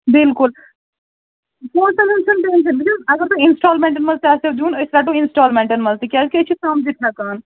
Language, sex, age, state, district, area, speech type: Kashmiri, female, 30-45, Jammu and Kashmir, Srinagar, urban, conversation